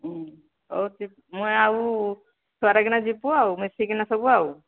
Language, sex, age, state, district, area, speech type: Odia, female, 45-60, Odisha, Angul, rural, conversation